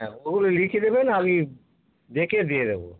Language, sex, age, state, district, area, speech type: Bengali, male, 60+, West Bengal, North 24 Parganas, urban, conversation